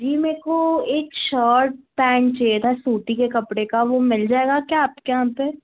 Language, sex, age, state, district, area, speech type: Hindi, female, 18-30, Madhya Pradesh, Jabalpur, urban, conversation